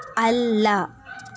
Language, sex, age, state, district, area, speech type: Kannada, female, 30-45, Karnataka, Tumkur, rural, read